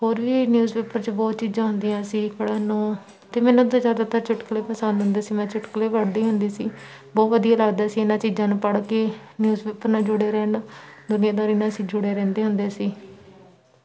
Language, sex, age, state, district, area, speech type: Punjabi, female, 18-30, Punjab, Shaheed Bhagat Singh Nagar, rural, spontaneous